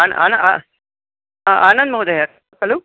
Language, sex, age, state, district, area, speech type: Sanskrit, male, 45-60, Karnataka, Bangalore Urban, urban, conversation